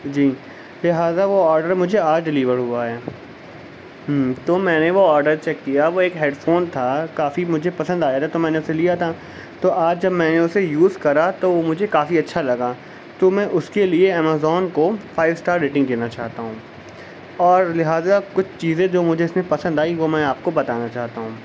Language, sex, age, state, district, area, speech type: Urdu, male, 18-30, Uttar Pradesh, Shahjahanpur, urban, spontaneous